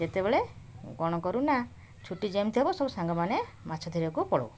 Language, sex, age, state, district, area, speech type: Odia, female, 45-60, Odisha, Puri, urban, spontaneous